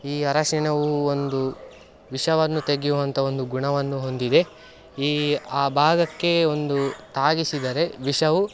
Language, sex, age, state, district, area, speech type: Kannada, male, 18-30, Karnataka, Dakshina Kannada, rural, spontaneous